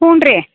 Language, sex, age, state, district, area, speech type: Kannada, female, 60+, Karnataka, Belgaum, rural, conversation